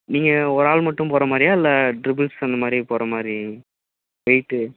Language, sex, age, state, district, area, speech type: Tamil, male, 18-30, Tamil Nadu, Perambalur, urban, conversation